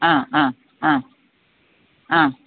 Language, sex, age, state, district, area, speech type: Malayalam, female, 30-45, Kerala, Kollam, rural, conversation